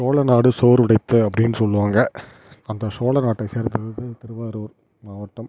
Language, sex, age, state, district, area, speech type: Tamil, male, 45-60, Tamil Nadu, Tiruvarur, rural, spontaneous